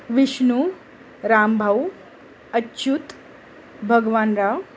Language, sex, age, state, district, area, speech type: Marathi, female, 45-60, Maharashtra, Nagpur, urban, spontaneous